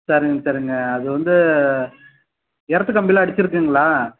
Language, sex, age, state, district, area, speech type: Tamil, male, 30-45, Tamil Nadu, Kallakurichi, rural, conversation